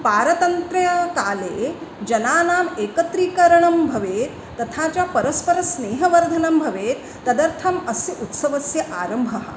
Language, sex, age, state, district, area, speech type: Sanskrit, female, 45-60, Maharashtra, Nagpur, urban, spontaneous